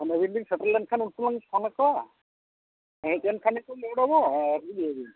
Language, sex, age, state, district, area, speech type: Santali, male, 45-60, Odisha, Mayurbhanj, rural, conversation